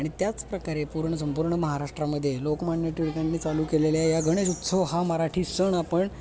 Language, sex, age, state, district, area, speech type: Marathi, male, 18-30, Maharashtra, Sangli, urban, spontaneous